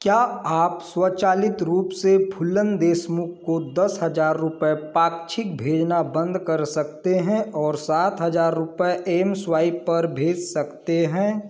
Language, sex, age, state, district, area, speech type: Hindi, male, 18-30, Madhya Pradesh, Balaghat, rural, read